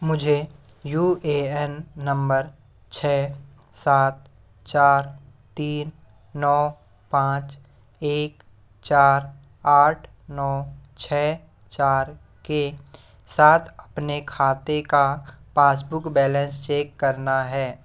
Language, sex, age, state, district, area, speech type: Hindi, male, 45-60, Madhya Pradesh, Bhopal, rural, read